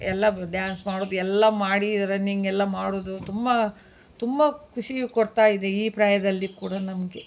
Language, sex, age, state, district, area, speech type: Kannada, female, 60+, Karnataka, Udupi, rural, spontaneous